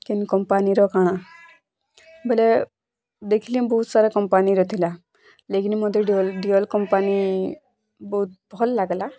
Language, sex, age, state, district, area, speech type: Odia, female, 18-30, Odisha, Bargarh, urban, spontaneous